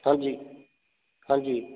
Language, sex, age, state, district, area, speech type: Punjabi, male, 30-45, Punjab, Fatehgarh Sahib, rural, conversation